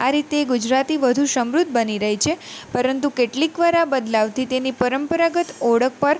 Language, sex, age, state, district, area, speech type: Gujarati, female, 18-30, Gujarat, Junagadh, urban, spontaneous